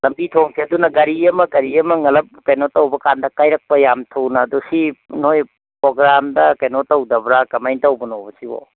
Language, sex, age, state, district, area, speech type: Manipuri, male, 45-60, Manipur, Imphal East, rural, conversation